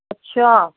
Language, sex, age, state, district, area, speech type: Punjabi, female, 45-60, Punjab, Ludhiana, urban, conversation